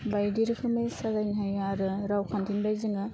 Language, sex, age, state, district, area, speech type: Bodo, female, 18-30, Assam, Udalguri, rural, spontaneous